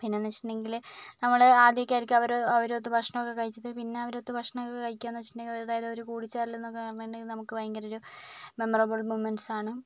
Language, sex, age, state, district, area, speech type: Malayalam, female, 18-30, Kerala, Wayanad, rural, spontaneous